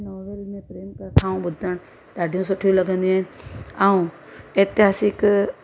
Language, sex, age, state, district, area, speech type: Sindhi, female, 45-60, Gujarat, Surat, urban, spontaneous